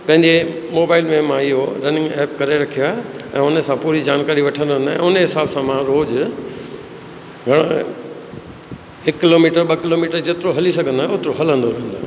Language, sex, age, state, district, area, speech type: Sindhi, male, 60+, Rajasthan, Ajmer, urban, spontaneous